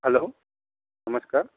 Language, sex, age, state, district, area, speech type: Marathi, male, 60+, Maharashtra, Amravati, rural, conversation